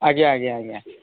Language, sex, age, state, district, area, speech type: Odia, male, 45-60, Odisha, Nuapada, urban, conversation